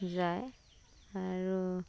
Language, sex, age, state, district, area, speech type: Assamese, female, 30-45, Assam, Dibrugarh, rural, spontaneous